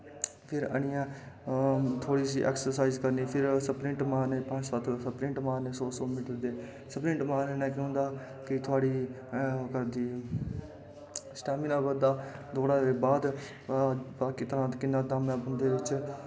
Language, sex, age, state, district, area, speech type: Dogri, male, 18-30, Jammu and Kashmir, Kathua, rural, spontaneous